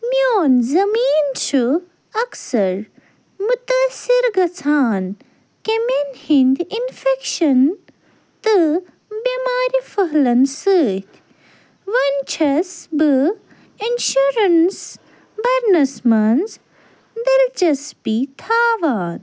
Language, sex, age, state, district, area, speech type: Kashmiri, female, 30-45, Jammu and Kashmir, Ganderbal, rural, read